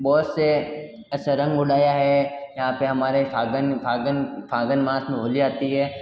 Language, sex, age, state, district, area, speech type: Hindi, male, 18-30, Rajasthan, Jodhpur, urban, spontaneous